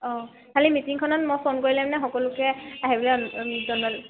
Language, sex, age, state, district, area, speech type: Assamese, female, 18-30, Assam, Sivasagar, rural, conversation